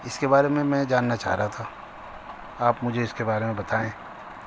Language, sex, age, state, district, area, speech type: Urdu, male, 45-60, Delhi, Central Delhi, urban, spontaneous